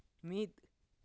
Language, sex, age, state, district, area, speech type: Santali, male, 30-45, West Bengal, Paschim Bardhaman, rural, read